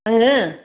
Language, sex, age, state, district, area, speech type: Bodo, female, 45-60, Assam, Kokrajhar, rural, conversation